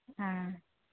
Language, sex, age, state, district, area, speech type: Telugu, female, 45-60, Andhra Pradesh, West Godavari, rural, conversation